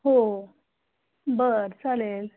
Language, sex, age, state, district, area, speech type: Marathi, female, 30-45, Maharashtra, Kolhapur, urban, conversation